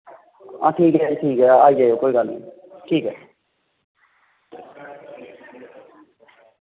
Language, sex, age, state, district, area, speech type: Dogri, male, 18-30, Jammu and Kashmir, Reasi, rural, conversation